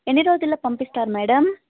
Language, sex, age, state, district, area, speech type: Telugu, female, 18-30, Andhra Pradesh, Nellore, rural, conversation